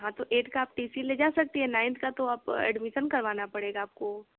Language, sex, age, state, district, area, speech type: Hindi, female, 18-30, Uttar Pradesh, Sonbhadra, rural, conversation